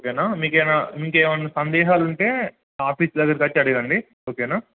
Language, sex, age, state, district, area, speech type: Telugu, male, 18-30, Telangana, Hanamkonda, urban, conversation